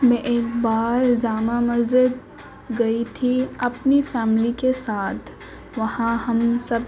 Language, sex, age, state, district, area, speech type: Urdu, female, 18-30, Uttar Pradesh, Gautam Buddha Nagar, urban, spontaneous